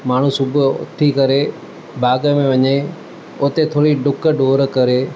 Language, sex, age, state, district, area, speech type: Sindhi, male, 45-60, Maharashtra, Mumbai City, urban, spontaneous